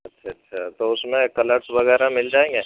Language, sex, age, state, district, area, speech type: Urdu, male, 45-60, Uttar Pradesh, Gautam Buddha Nagar, rural, conversation